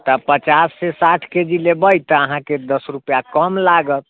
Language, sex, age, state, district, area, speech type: Maithili, male, 30-45, Bihar, Muzaffarpur, rural, conversation